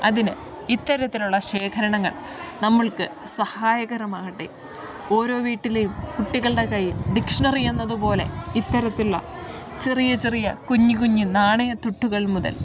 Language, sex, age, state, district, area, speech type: Malayalam, female, 30-45, Kerala, Idukki, rural, spontaneous